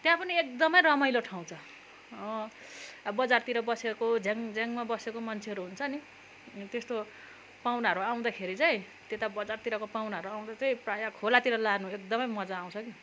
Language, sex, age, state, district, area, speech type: Nepali, female, 30-45, West Bengal, Kalimpong, rural, spontaneous